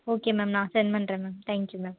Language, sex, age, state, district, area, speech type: Tamil, female, 18-30, Tamil Nadu, Tiruchirappalli, rural, conversation